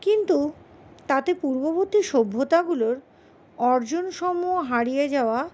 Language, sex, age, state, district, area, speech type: Bengali, female, 60+, West Bengal, Paschim Bardhaman, urban, spontaneous